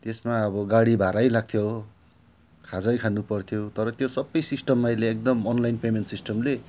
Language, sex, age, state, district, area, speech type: Nepali, male, 45-60, West Bengal, Darjeeling, rural, spontaneous